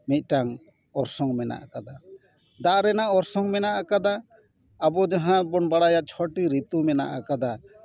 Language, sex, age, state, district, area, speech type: Santali, male, 45-60, West Bengal, Paschim Bardhaman, urban, spontaneous